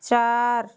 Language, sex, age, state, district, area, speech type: Bengali, female, 60+, West Bengal, Purba Medinipur, rural, read